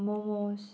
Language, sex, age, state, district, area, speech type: Goan Konkani, female, 18-30, Goa, Murmgao, rural, spontaneous